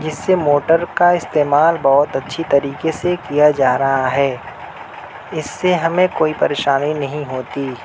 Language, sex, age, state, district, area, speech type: Urdu, male, 30-45, Uttar Pradesh, Mau, urban, spontaneous